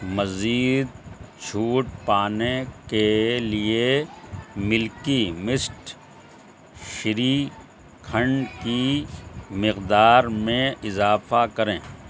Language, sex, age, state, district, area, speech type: Urdu, male, 60+, Uttar Pradesh, Shahjahanpur, rural, read